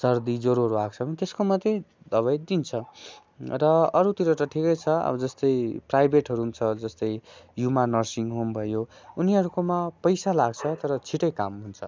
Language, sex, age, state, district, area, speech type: Nepali, male, 18-30, West Bengal, Darjeeling, rural, spontaneous